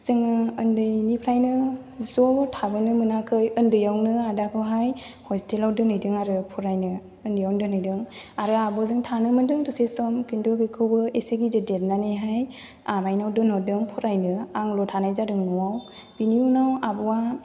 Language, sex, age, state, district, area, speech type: Bodo, female, 18-30, Assam, Chirang, rural, spontaneous